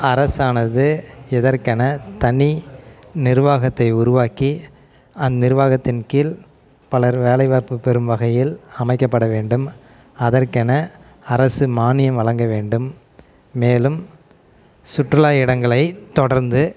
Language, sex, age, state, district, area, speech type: Tamil, male, 30-45, Tamil Nadu, Salem, rural, spontaneous